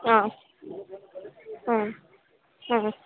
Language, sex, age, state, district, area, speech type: Kannada, female, 18-30, Karnataka, Chitradurga, rural, conversation